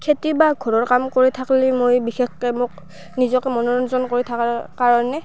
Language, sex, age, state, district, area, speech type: Assamese, female, 18-30, Assam, Barpeta, rural, spontaneous